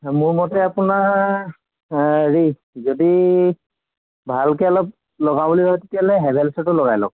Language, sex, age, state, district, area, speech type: Assamese, male, 30-45, Assam, Golaghat, urban, conversation